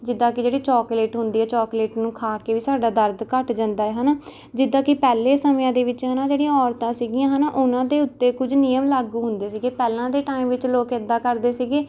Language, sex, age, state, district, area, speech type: Punjabi, female, 18-30, Punjab, Rupnagar, rural, spontaneous